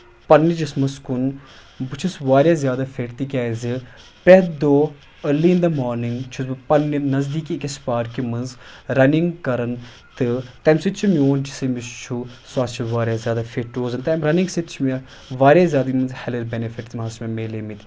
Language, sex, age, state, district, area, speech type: Kashmiri, male, 30-45, Jammu and Kashmir, Anantnag, rural, spontaneous